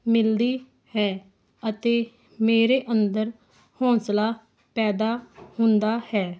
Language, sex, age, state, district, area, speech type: Punjabi, female, 18-30, Punjab, Muktsar, rural, spontaneous